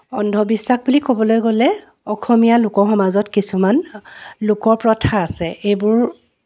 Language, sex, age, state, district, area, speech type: Assamese, female, 45-60, Assam, Charaideo, urban, spontaneous